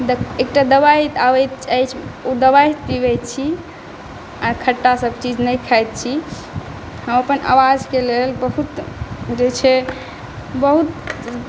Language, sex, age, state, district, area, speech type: Maithili, female, 18-30, Bihar, Saharsa, rural, spontaneous